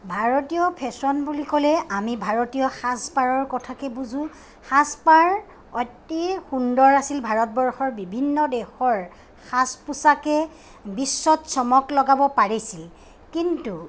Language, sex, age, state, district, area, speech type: Assamese, female, 45-60, Assam, Kamrup Metropolitan, urban, spontaneous